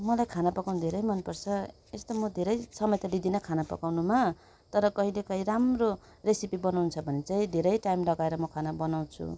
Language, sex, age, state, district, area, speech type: Nepali, female, 30-45, West Bengal, Darjeeling, rural, spontaneous